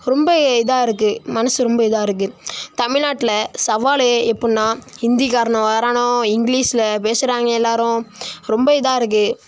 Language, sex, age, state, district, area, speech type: Tamil, male, 18-30, Tamil Nadu, Nagapattinam, rural, spontaneous